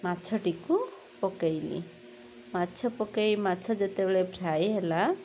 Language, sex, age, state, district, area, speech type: Odia, female, 45-60, Odisha, Rayagada, rural, spontaneous